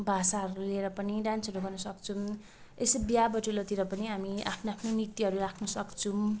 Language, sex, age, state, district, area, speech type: Nepali, female, 18-30, West Bengal, Darjeeling, rural, spontaneous